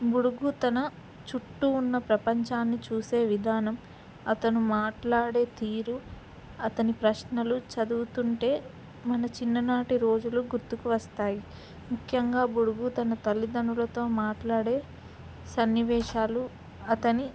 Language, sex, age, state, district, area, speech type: Telugu, female, 18-30, Telangana, Ranga Reddy, urban, spontaneous